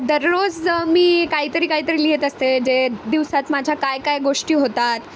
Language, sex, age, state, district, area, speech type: Marathi, female, 18-30, Maharashtra, Nanded, rural, spontaneous